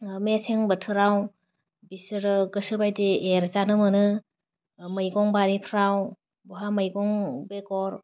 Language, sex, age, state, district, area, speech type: Bodo, female, 30-45, Assam, Udalguri, urban, spontaneous